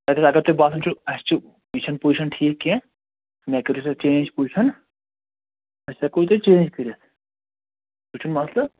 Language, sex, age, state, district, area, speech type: Kashmiri, male, 30-45, Jammu and Kashmir, Anantnag, rural, conversation